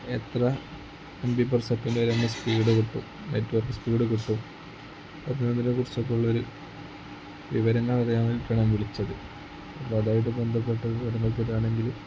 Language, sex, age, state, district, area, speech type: Malayalam, male, 18-30, Kerala, Kozhikode, rural, spontaneous